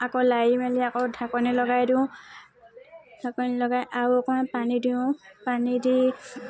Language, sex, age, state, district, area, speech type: Assamese, female, 18-30, Assam, Tinsukia, rural, spontaneous